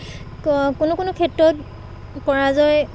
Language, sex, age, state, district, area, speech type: Assamese, female, 18-30, Assam, Charaideo, rural, spontaneous